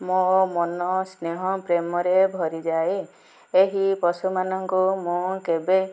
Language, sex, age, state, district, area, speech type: Odia, female, 45-60, Odisha, Ganjam, urban, spontaneous